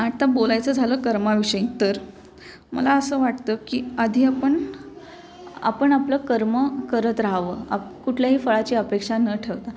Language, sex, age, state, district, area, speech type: Marathi, female, 18-30, Maharashtra, Pune, urban, spontaneous